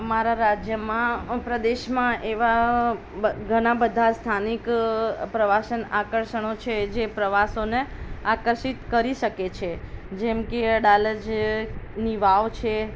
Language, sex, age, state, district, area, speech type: Gujarati, female, 30-45, Gujarat, Ahmedabad, urban, spontaneous